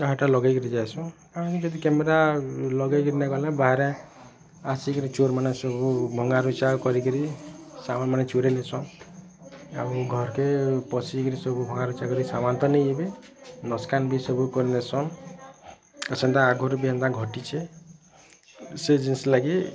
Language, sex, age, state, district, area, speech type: Odia, male, 45-60, Odisha, Bargarh, urban, spontaneous